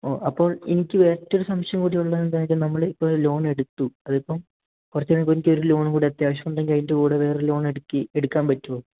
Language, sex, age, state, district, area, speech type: Malayalam, male, 18-30, Kerala, Idukki, rural, conversation